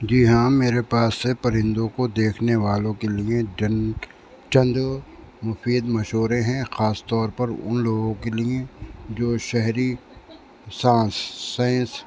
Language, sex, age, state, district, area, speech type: Urdu, male, 60+, Uttar Pradesh, Rampur, urban, spontaneous